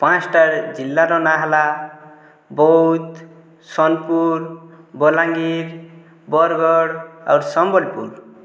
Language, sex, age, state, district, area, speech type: Odia, male, 30-45, Odisha, Boudh, rural, spontaneous